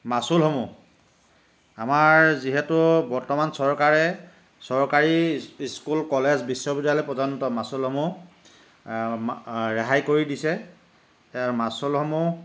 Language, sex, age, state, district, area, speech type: Assamese, male, 45-60, Assam, Lakhimpur, rural, spontaneous